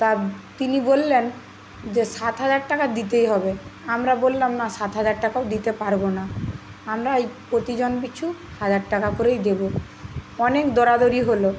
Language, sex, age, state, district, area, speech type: Bengali, female, 30-45, West Bengal, Paschim Medinipur, rural, spontaneous